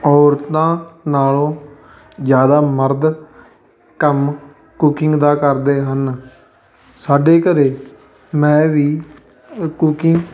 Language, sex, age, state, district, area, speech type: Punjabi, male, 18-30, Punjab, Fatehgarh Sahib, rural, spontaneous